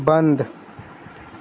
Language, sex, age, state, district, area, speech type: Hindi, male, 18-30, Uttar Pradesh, Azamgarh, rural, read